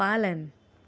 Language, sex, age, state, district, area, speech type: Hindi, female, 18-30, Madhya Pradesh, Gwalior, urban, read